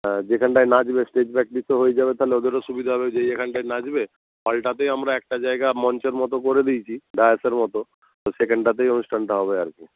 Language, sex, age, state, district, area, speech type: Bengali, male, 30-45, West Bengal, North 24 Parganas, rural, conversation